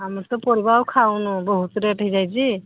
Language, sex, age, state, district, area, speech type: Odia, female, 60+, Odisha, Angul, rural, conversation